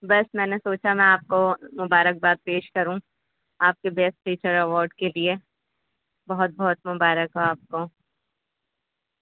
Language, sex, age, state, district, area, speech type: Urdu, female, 30-45, Uttar Pradesh, Ghaziabad, urban, conversation